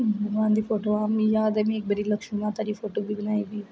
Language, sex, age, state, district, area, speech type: Dogri, female, 18-30, Jammu and Kashmir, Jammu, urban, spontaneous